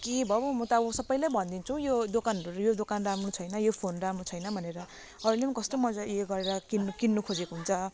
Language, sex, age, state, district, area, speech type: Nepali, female, 30-45, West Bengal, Jalpaiguri, rural, spontaneous